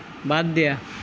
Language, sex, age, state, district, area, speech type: Assamese, male, 60+, Assam, Nalbari, rural, read